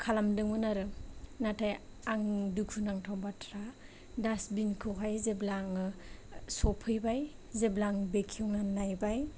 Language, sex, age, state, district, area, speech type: Bodo, male, 30-45, Assam, Chirang, rural, spontaneous